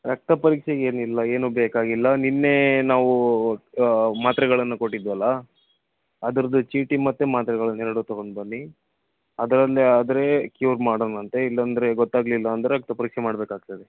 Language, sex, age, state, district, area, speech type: Kannada, male, 18-30, Karnataka, Davanagere, rural, conversation